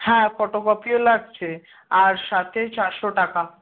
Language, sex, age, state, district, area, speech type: Bengali, male, 18-30, West Bengal, Howrah, urban, conversation